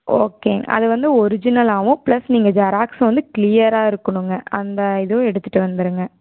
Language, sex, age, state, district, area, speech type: Tamil, female, 18-30, Tamil Nadu, Erode, rural, conversation